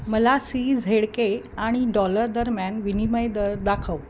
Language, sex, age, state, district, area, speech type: Marathi, female, 45-60, Maharashtra, Mumbai Suburban, urban, read